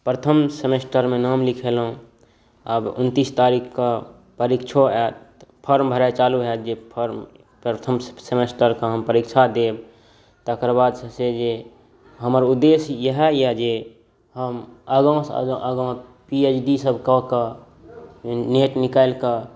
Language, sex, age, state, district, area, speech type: Maithili, male, 18-30, Bihar, Saharsa, rural, spontaneous